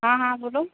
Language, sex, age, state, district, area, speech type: Hindi, female, 18-30, Uttar Pradesh, Sonbhadra, rural, conversation